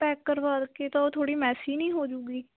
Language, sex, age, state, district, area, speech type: Punjabi, female, 18-30, Punjab, Sangrur, urban, conversation